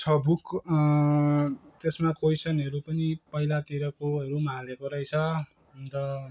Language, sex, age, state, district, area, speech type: Nepali, male, 18-30, West Bengal, Kalimpong, rural, spontaneous